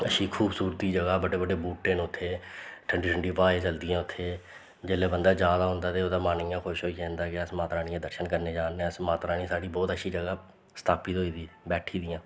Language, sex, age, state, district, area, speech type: Dogri, male, 30-45, Jammu and Kashmir, Reasi, rural, spontaneous